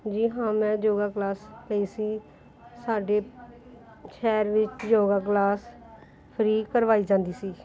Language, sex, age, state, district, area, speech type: Punjabi, female, 30-45, Punjab, Gurdaspur, urban, spontaneous